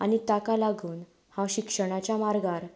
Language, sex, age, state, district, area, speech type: Goan Konkani, female, 18-30, Goa, Tiswadi, rural, spontaneous